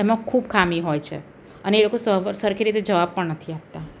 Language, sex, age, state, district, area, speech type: Gujarati, female, 30-45, Gujarat, Surat, urban, spontaneous